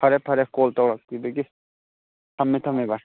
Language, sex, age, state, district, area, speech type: Manipuri, male, 30-45, Manipur, Ukhrul, urban, conversation